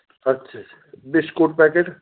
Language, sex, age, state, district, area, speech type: Dogri, male, 45-60, Jammu and Kashmir, Samba, rural, conversation